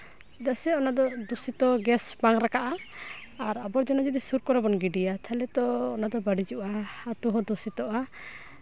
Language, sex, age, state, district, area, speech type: Santali, female, 18-30, West Bengal, Purulia, rural, spontaneous